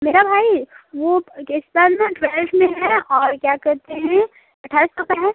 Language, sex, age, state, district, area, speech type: Hindi, female, 18-30, Uttar Pradesh, Prayagraj, rural, conversation